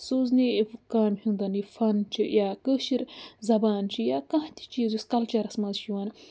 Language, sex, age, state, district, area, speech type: Kashmiri, female, 30-45, Jammu and Kashmir, Budgam, rural, spontaneous